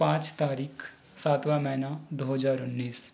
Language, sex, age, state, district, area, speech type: Hindi, male, 45-60, Madhya Pradesh, Balaghat, rural, spontaneous